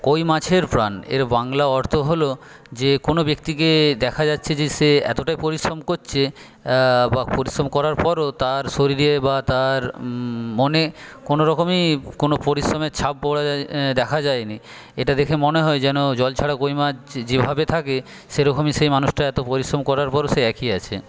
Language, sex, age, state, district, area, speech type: Bengali, male, 45-60, West Bengal, Paschim Medinipur, rural, spontaneous